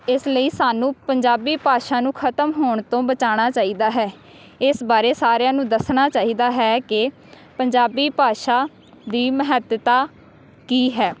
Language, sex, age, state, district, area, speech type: Punjabi, female, 18-30, Punjab, Amritsar, urban, spontaneous